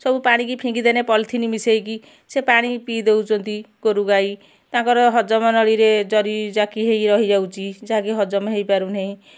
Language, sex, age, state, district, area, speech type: Odia, female, 45-60, Odisha, Kendujhar, urban, spontaneous